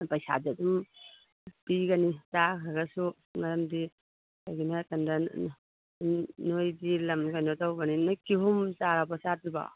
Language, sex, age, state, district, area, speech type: Manipuri, female, 45-60, Manipur, Churachandpur, urban, conversation